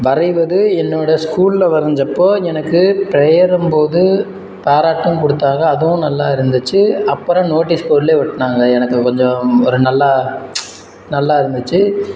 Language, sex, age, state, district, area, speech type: Tamil, male, 18-30, Tamil Nadu, Sivaganga, rural, spontaneous